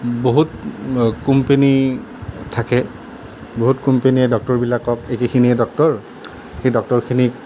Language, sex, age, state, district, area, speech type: Assamese, male, 30-45, Assam, Nalbari, rural, spontaneous